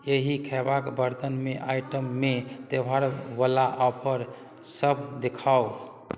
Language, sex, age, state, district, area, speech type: Maithili, male, 30-45, Bihar, Madhubani, rural, read